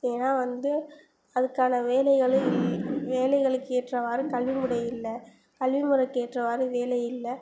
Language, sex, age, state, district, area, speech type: Tamil, female, 18-30, Tamil Nadu, Sivaganga, rural, spontaneous